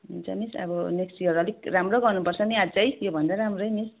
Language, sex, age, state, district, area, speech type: Nepali, female, 30-45, West Bengal, Darjeeling, rural, conversation